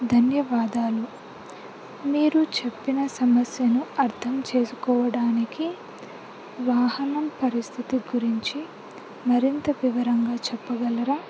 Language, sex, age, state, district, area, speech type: Telugu, female, 18-30, Andhra Pradesh, Anantapur, urban, spontaneous